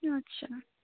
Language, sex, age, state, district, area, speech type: Bengali, female, 30-45, West Bengal, Hooghly, urban, conversation